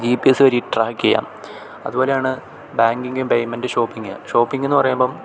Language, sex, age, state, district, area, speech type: Malayalam, male, 18-30, Kerala, Idukki, rural, spontaneous